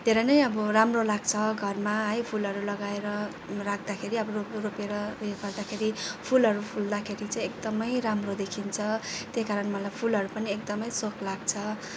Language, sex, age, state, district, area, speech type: Nepali, female, 45-60, West Bengal, Kalimpong, rural, spontaneous